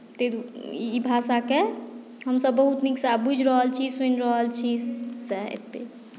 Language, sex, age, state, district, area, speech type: Maithili, female, 30-45, Bihar, Madhubani, rural, spontaneous